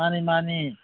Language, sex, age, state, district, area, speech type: Manipuri, male, 45-60, Manipur, Imphal East, rural, conversation